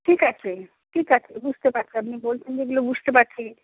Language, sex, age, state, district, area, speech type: Bengali, female, 60+, West Bengal, Birbhum, urban, conversation